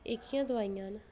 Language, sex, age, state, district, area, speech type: Dogri, female, 30-45, Jammu and Kashmir, Udhampur, rural, spontaneous